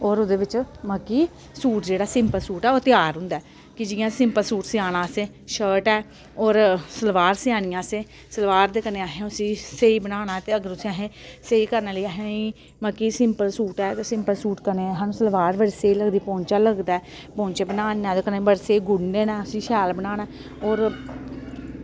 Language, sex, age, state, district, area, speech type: Dogri, female, 30-45, Jammu and Kashmir, Samba, urban, spontaneous